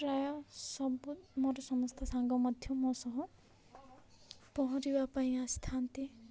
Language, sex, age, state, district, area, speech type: Odia, female, 18-30, Odisha, Nabarangpur, urban, spontaneous